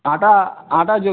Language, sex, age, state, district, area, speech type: Hindi, male, 30-45, Bihar, Vaishali, urban, conversation